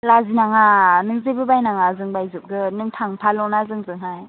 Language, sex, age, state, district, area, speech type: Bodo, female, 18-30, Assam, Chirang, rural, conversation